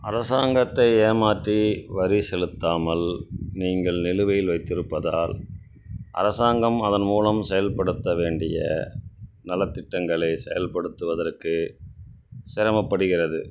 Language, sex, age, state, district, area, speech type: Tamil, male, 60+, Tamil Nadu, Ariyalur, rural, spontaneous